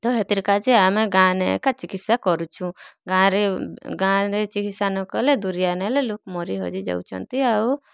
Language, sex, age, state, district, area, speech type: Odia, female, 30-45, Odisha, Kalahandi, rural, spontaneous